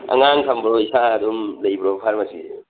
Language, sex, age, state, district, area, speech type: Manipuri, male, 30-45, Manipur, Thoubal, rural, conversation